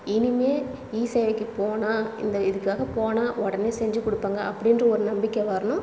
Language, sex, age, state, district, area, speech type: Tamil, female, 30-45, Tamil Nadu, Cuddalore, rural, spontaneous